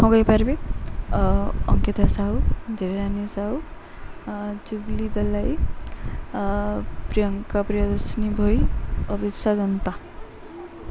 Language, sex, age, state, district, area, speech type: Odia, female, 18-30, Odisha, Subarnapur, urban, spontaneous